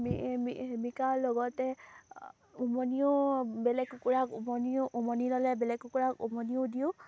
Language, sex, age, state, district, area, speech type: Assamese, female, 18-30, Assam, Sivasagar, rural, spontaneous